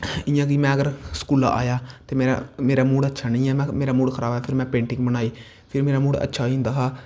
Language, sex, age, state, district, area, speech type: Dogri, male, 18-30, Jammu and Kashmir, Kathua, rural, spontaneous